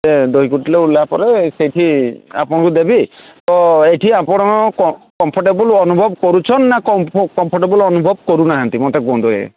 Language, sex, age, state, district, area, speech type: Odia, male, 30-45, Odisha, Mayurbhanj, rural, conversation